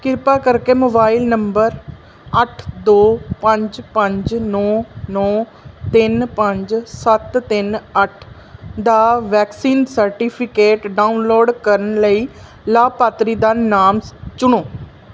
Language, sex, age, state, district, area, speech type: Punjabi, female, 30-45, Punjab, Pathankot, rural, read